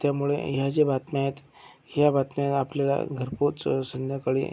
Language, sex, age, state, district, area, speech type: Marathi, male, 45-60, Maharashtra, Akola, urban, spontaneous